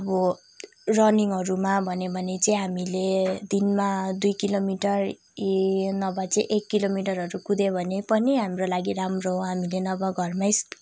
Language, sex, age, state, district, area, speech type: Nepali, female, 18-30, West Bengal, Kalimpong, rural, spontaneous